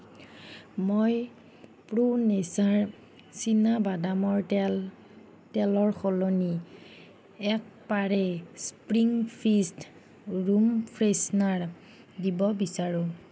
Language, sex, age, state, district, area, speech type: Assamese, female, 45-60, Assam, Nagaon, rural, read